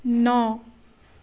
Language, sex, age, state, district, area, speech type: Assamese, female, 18-30, Assam, Charaideo, urban, read